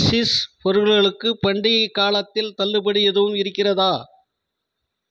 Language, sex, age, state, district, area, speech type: Tamil, male, 45-60, Tamil Nadu, Krishnagiri, rural, read